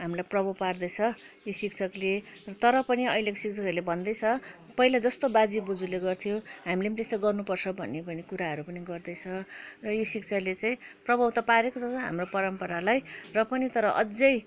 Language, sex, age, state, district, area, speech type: Nepali, female, 60+, West Bengal, Kalimpong, rural, spontaneous